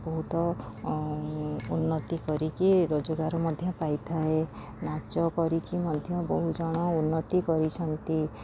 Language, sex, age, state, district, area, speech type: Odia, female, 45-60, Odisha, Sundergarh, rural, spontaneous